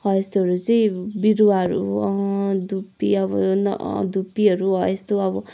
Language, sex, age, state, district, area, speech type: Nepali, female, 60+, West Bengal, Kalimpong, rural, spontaneous